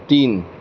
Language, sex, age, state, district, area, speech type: Marathi, male, 30-45, Maharashtra, Thane, urban, read